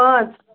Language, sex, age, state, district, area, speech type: Kashmiri, female, 18-30, Jammu and Kashmir, Ganderbal, rural, conversation